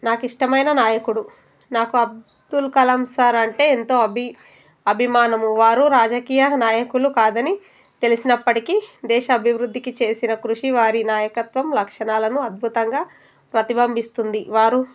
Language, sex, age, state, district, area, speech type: Telugu, female, 30-45, Telangana, Narayanpet, urban, spontaneous